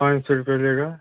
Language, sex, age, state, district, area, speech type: Hindi, male, 30-45, Uttar Pradesh, Ghazipur, rural, conversation